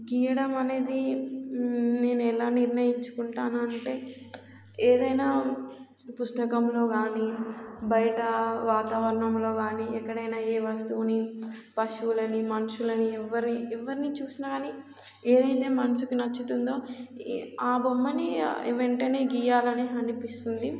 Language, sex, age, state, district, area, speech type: Telugu, female, 18-30, Telangana, Warangal, rural, spontaneous